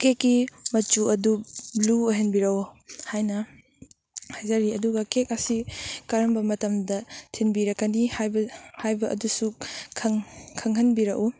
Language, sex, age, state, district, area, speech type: Manipuri, female, 18-30, Manipur, Kakching, rural, spontaneous